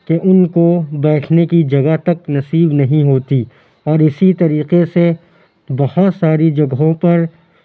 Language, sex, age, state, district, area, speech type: Urdu, male, 30-45, Uttar Pradesh, Lucknow, urban, spontaneous